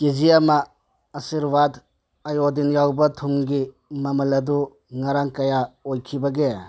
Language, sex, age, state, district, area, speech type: Manipuri, male, 60+, Manipur, Tengnoupal, rural, read